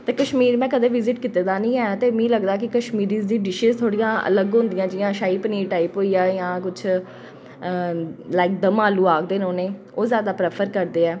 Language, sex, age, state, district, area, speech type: Dogri, female, 30-45, Jammu and Kashmir, Jammu, urban, spontaneous